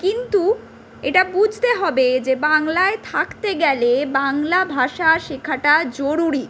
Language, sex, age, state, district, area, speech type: Bengali, female, 45-60, West Bengal, Purulia, urban, spontaneous